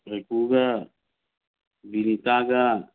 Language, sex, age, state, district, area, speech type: Manipuri, male, 45-60, Manipur, Imphal East, rural, conversation